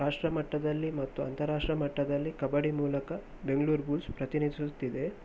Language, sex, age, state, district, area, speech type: Kannada, male, 18-30, Karnataka, Shimoga, rural, spontaneous